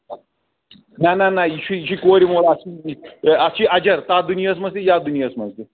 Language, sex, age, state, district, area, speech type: Kashmiri, male, 30-45, Jammu and Kashmir, Srinagar, rural, conversation